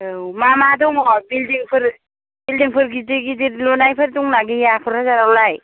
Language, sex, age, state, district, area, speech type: Bodo, female, 60+, Assam, Kokrajhar, rural, conversation